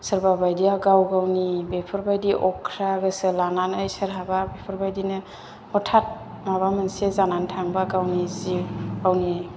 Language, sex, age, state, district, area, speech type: Bodo, female, 30-45, Assam, Chirang, urban, spontaneous